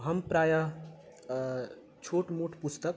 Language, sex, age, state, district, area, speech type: Maithili, other, 18-30, Bihar, Madhubani, rural, spontaneous